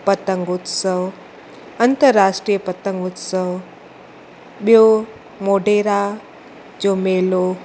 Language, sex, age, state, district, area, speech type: Sindhi, female, 45-60, Gujarat, Kutch, urban, spontaneous